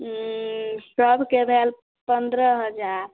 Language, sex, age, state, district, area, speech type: Maithili, female, 18-30, Bihar, Samastipur, urban, conversation